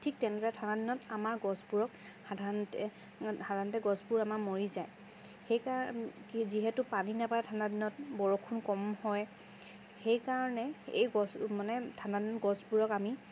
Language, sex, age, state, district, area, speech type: Assamese, female, 30-45, Assam, Charaideo, urban, spontaneous